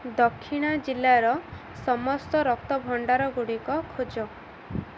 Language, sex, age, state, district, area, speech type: Odia, female, 18-30, Odisha, Ganjam, urban, read